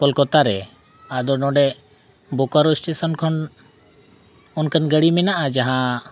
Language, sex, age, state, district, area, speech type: Santali, male, 45-60, Jharkhand, Bokaro, rural, spontaneous